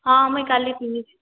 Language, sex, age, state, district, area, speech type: Odia, female, 18-30, Odisha, Boudh, rural, conversation